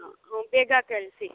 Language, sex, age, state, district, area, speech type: Kannada, female, 18-30, Karnataka, Bangalore Rural, rural, conversation